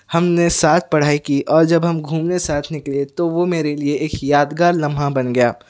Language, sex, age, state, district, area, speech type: Urdu, male, 18-30, Telangana, Hyderabad, urban, spontaneous